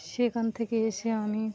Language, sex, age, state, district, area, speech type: Bengali, female, 45-60, West Bengal, Birbhum, urban, spontaneous